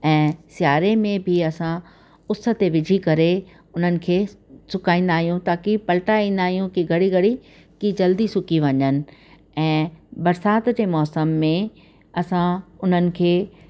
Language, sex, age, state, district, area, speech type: Sindhi, female, 45-60, Rajasthan, Ajmer, rural, spontaneous